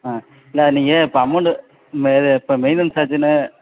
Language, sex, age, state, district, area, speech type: Tamil, male, 30-45, Tamil Nadu, Madurai, urban, conversation